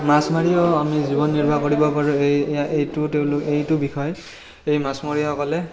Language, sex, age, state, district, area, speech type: Assamese, male, 18-30, Assam, Barpeta, rural, spontaneous